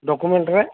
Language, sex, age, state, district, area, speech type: Odia, male, 45-60, Odisha, Sambalpur, rural, conversation